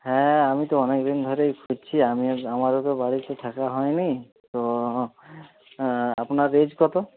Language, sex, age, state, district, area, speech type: Bengali, male, 30-45, West Bengal, Jhargram, rural, conversation